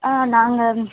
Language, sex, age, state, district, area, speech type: Tamil, female, 18-30, Tamil Nadu, Tiruvannamalai, rural, conversation